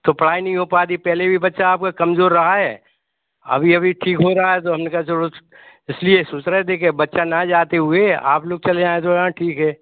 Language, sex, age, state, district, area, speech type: Hindi, male, 60+, Madhya Pradesh, Gwalior, rural, conversation